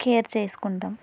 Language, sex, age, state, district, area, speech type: Telugu, female, 18-30, Andhra Pradesh, Anantapur, urban, spontaneous